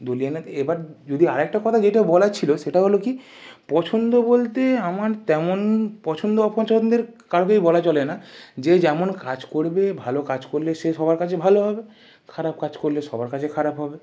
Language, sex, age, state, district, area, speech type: Bengali, male, 18-30, West Bengal, North 24 Parganas, urban, spontaneous